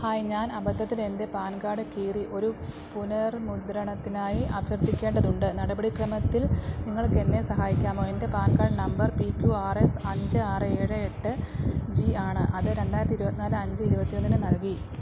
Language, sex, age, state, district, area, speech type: Malayalam, female, 30-45, Kerala, Pathanamthitta, rural, read